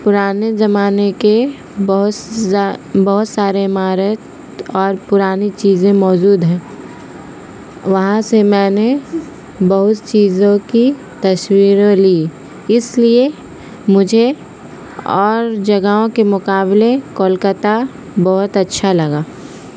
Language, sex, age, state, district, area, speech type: Urdu, female, 30-45, Bihar, Gaya, urban, spontaneous